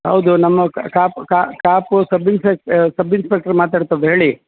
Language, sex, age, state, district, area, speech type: Kannada, male, 30-45, Karnataka, Udupi, rural, conversation